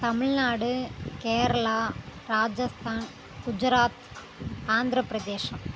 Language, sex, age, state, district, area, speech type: Tamil, female, 30-45, Tamil Nadu, Mayiladuthurai, urban, spontaneous